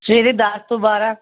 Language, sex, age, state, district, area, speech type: Punjabi, female, 60+, Punjab, Fazilka, rural, conversation